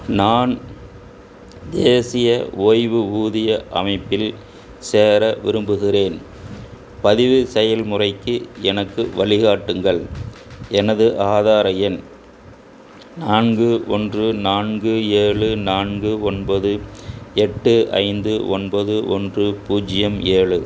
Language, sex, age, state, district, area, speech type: Tamil, male, 60+, Tamil Nadu, Madurai, rural, read